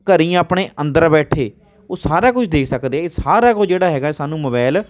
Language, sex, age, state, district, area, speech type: Punjabi, male, 30-45, Punjab, Hoshiarpur, rural, spontaneous